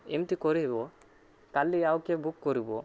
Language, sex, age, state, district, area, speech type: Odia, male, 18-30, Odisha, Rayagada, urban, spontaneous